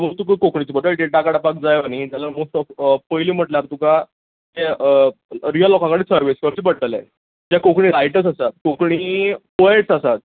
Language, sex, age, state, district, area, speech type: Goan Konkani, male, 18-30, Goa, Quepem, rural, conversation